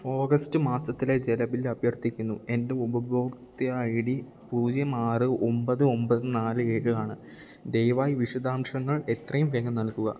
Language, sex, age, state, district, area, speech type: Malayalam, male, 18-30, Kerala, Idukki, rural, read